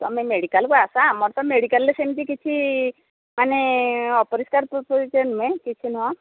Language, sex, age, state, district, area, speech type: Odia, female, 45-60, Odisha, Angul, rural, conversation